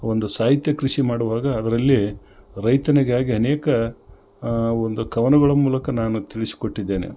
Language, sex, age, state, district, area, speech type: Kannada, male, 60+, Karnataka, Gulbarga, urban, spontaneous